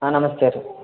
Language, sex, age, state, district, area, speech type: Kannada, male, 18-30, Karnataka, Gulbarga, urban, conversation